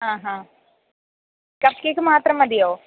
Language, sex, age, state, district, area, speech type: Malayalam, female, 18-30, Kerala, Idukki, rural, conversation